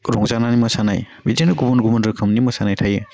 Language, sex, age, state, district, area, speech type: Bodo, male, 18-30, Assam, Udalguri, rural, spontaneous